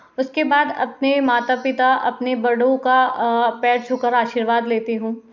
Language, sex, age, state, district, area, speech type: Hindi, female, 30-45, Madhya Pradesh, Indore, urban, spontaneous